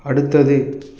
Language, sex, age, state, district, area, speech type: Tamil, male, 18-30, Tamil Nadu, Dharmapuri, rural, read